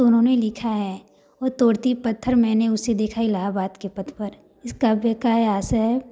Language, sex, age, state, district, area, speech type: Hindi, female, 18-30, Uttar Pradesh, Varanasi, rural, spontaneous